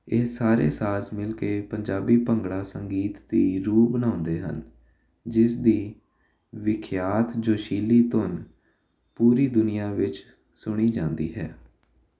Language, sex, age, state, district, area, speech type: Punjabi, male, 18-30, Punjab, Jalandhar, urban, spontaneous